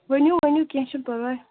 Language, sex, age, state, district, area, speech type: Kashmiri, female, 18-30, Jammu and Kashmir, Ganderbal, rural, conversation